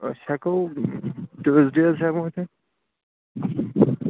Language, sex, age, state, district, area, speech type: Kashmiri, male, 18-30, Jammu and Kashmir, Ganderbal, rural, conversation